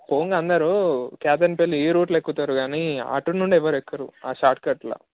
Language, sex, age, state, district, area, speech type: Telugu, male, 18-30, Telangana, Mancherial, rural, conversation